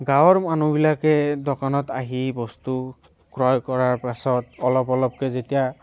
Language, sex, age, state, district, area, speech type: Assamese, male, 18-30, Assam, Barpeta, rural, spontaneous